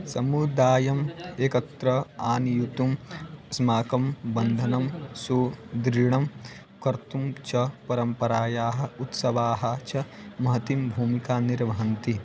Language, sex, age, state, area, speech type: Sanskrit, male, 18-30, Bihar, rural, spontaneous